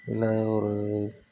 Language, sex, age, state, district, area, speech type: Tamil, male, 30-45, Tamil Nadu, Nagapattinam, rural, spontaneous